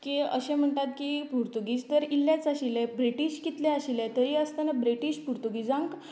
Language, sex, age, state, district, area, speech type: Goan Konkani, female, 18-30, Goa, Canacona, rural, spontaneous